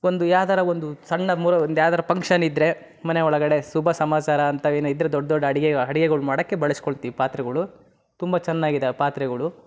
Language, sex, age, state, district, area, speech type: Kannada, male, 30-45, Karnataka, Chitradurga, rural, spontaneous